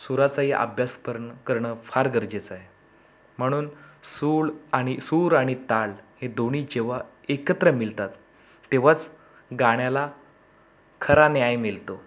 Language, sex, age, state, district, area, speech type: Marathi, male, 30-45, Maharashtra, Raigad, rural, spontaneous